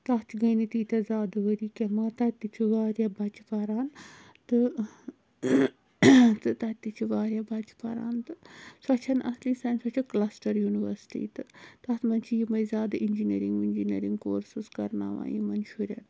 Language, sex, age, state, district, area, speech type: Kashmiri, female, 45-60, Jammu and Kashmir, Srinagar, urban, spontaneous